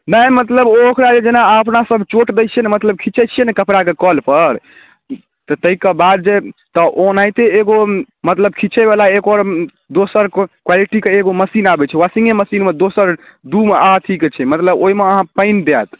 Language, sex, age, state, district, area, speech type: Maithili, male, 18-30, Bihar, Darbhanga, rural, conversation